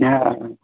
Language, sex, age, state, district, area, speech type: Marathi, male, 60+, Maharashtra, Nanded, rural, conversation